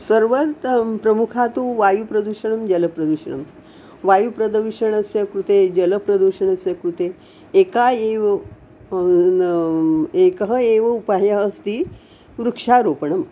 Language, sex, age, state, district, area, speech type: Sanskrit, female, 60+, Maharashtra, Nagpur, urban, spontaneous